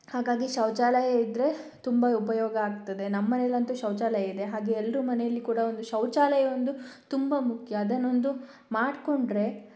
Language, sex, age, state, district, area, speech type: Kannada, female, 18-30, Karnataka, Shimoga, rural, spontaneous